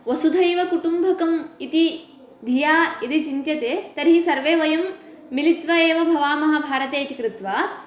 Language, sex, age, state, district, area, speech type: Sanskrit, female, 18-30, Karnataka, Bagalkot, urban, spontaneous